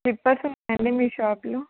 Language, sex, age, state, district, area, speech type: Telugu, female, 18-30, Telangana, Adilabad, urban, conversation